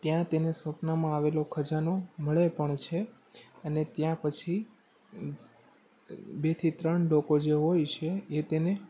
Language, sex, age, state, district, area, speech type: Gujarati, male, 18-30, Gujarat, Rajkot, urban, spontaneous